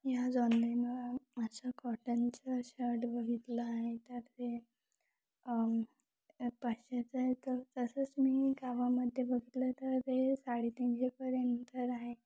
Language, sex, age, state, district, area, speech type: Marathi, female, 18-30, Maharashtra, Wardha, rural, spontaneous